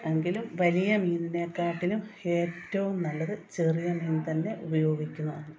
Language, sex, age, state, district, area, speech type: Malayalam, female, 45-60, Kerala, Kottayam, rural, spontaneous